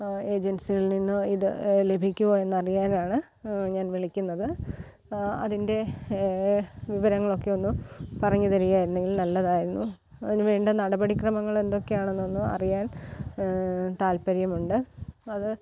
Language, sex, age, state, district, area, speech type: Malayalam, female, 30-45, Kerala, Kottayam, rural, spontaneous